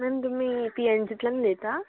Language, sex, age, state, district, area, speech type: Goan Konkani, female, 18-30, Goa, Tiswadi, rural, conversation